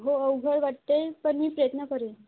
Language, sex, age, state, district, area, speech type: Marathi, female, 18-30, Maharashtra, Aurangabad, rural, conversation